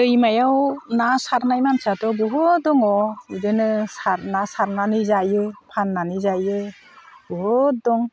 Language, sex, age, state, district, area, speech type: Bodo, female, 45-60, Assam, Udalguri, rural, spontaneous